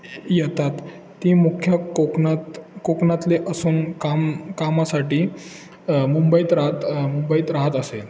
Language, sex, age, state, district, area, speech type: Marathi, male, 18-30, Maharashtra, Ratnagiri, urban, spontaneous